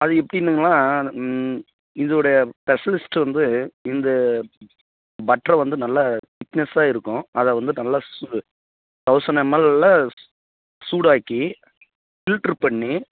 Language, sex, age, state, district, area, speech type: Tamil, female, 18-30, Tamil Nadu, Dharmapuri, urban, conversation